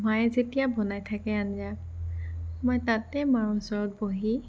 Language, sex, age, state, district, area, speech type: Assamese, female, 18-30, Assam, Tinsukia, rural, spontaneous